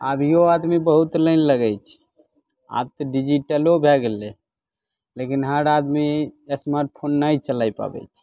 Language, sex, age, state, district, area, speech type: Maithili, male, 18-30, Bihar, Begusarai, rural, spontaneous